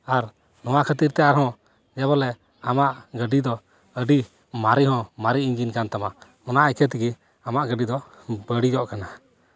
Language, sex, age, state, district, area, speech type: Santali, male, 30-45, West Bengal, Paschim Bardhaman, rural, spontaneous